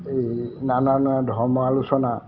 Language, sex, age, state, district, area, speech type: Assamese, male, 60+, Assam, Golaghat, urban, spontaneous